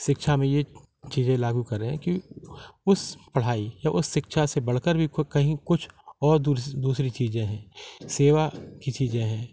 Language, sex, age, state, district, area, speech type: Hindi, male, 45-60, Madhya Pradesh, Jabalpur, urban, spontaneous